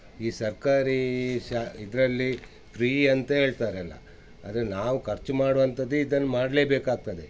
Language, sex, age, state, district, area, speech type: Kannada, male, 60+, Karnataka, Udupi, rural, spontaneous